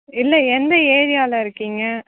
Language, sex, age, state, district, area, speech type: Tamil, female, 45-60, Tamil Nadu, Viluppuram, urban, conversation